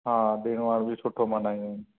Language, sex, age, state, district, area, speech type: Sindhi, male, 45-60, Maharashtra, Mumbai Suburban, urban, conversation